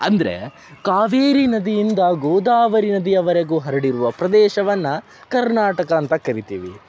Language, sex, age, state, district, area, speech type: Kannada, male, 18-30, Karnataka, Dharwad, urban, spontaneous